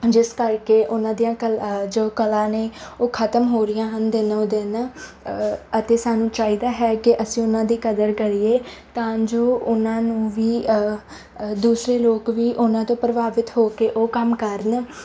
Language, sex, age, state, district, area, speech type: Punjabi, female, 18-30, Punjab, Mansa, rural, spontaneous